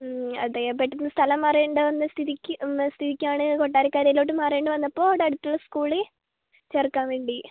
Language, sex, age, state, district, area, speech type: Malayalam, female, 18-30, Kerala, Wayanad, rural, conversation